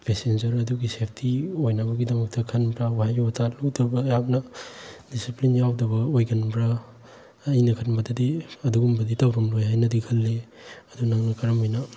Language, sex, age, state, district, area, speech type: Manipuri, male, 18-30, Manipur, Bishnupur, rural, spontaneous